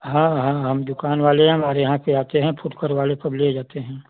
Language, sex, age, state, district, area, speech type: Hindi, male, 60+, Uttar Pradesh, Chandauli, rural, conversation